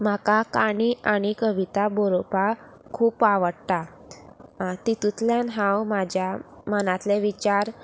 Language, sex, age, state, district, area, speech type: Goan Konkani, female, 18-30, Goa, Sanguem, rural, spontaneous